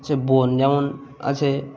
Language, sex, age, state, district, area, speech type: Bengali, male, 45-60, West Bengal, Birbhum, urban, spontaneous